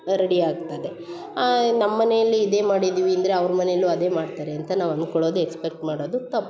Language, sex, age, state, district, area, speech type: Kannada, female, 45-60, Karnataka, Hassan, urban, spontaneous